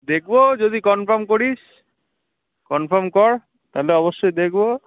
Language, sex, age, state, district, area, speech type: Bengali, male, 30-45, West Bengal, Kolkata, urban, conversation